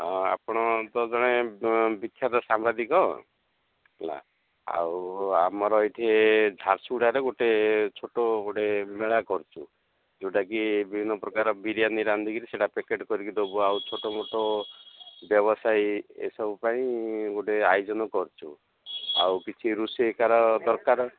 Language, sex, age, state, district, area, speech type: Odia, male, 60+, Odisha, Jharsuguda, rural, conversation